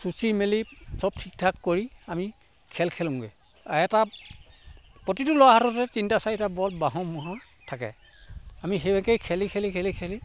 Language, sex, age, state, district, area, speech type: Assamese, male, 45-60, Assam, Sivasagar, rural, spontaneous